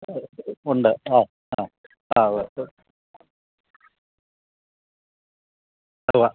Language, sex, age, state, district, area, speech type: Malayalam, male, 45-60, Kerala, Alappuzha, rural, conversation